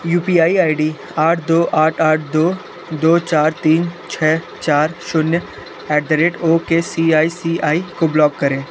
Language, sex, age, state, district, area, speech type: Hindi, male, 18-30, Uttar Pradesh, Sonbhadra, rural, read